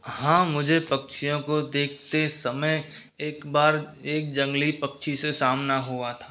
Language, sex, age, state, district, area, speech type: Hindi, male, 30-45, Rajasthan, Karauli, rural, spontaneous